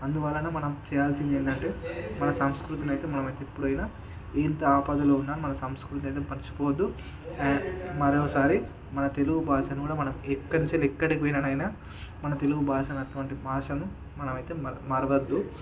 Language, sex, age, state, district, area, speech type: Telugu, male, 30-45, Andhra Pradesh, Srikakulam, urban, spontaneous